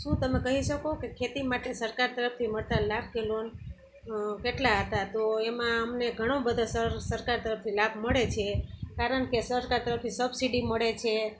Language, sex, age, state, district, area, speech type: Gujarati, female, 60+, Gujarat, Junagadh, rural, spontaneous